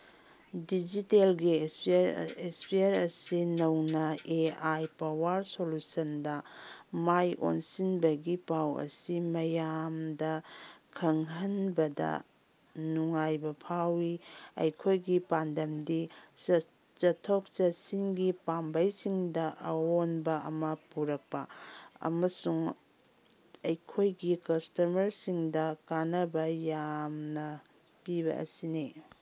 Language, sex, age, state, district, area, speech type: Manipuri, female, 45-60, Manipur, Kangpokpi, urban, read